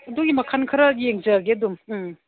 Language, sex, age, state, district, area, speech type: Manipuri, female, 45-60, Manipur, Imphal East, rural, conversation